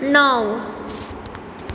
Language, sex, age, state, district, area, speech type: Goan Konkani, female, 18-30, Goa, Ponda, rural, read